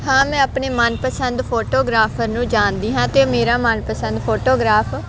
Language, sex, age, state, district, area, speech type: Punjabi, female, 18-30, Punjab, Faridkot, rural, spontaneous